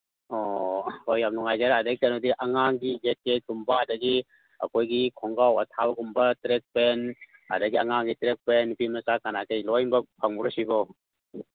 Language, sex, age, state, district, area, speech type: Manipuri, male, 45-60, Manipur, Kakching, rural, conversation